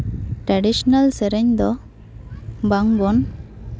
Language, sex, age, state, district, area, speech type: Santali, female, 18-30, West Bengal, Purba Bardhaman, rural, spontaneous